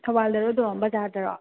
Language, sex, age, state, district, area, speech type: Manipuri, female, 18-30, Manipur, Churachandpur, rural, conversation